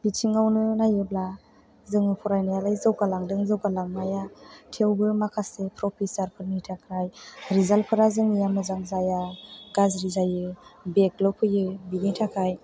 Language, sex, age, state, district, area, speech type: Bodo, female, 18-30, Assam, Chirang, urban, spontaneous